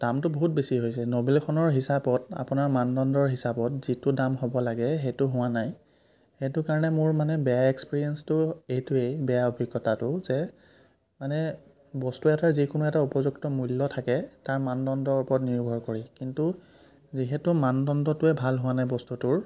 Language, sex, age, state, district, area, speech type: Assamese, male, 30-45, Assam, Biswanath, rural, spontaneous